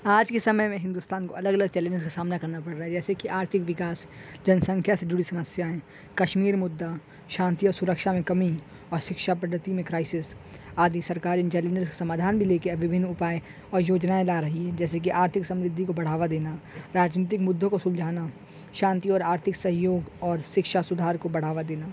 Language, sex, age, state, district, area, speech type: Urdu, male, 18-30, Uttar Pradesh, Shahjahanpur, urban, spontaneous